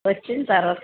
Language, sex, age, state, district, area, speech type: Telugu, female, 45-60, Andhra Pradesh, N T Rama Rao, urban, conversation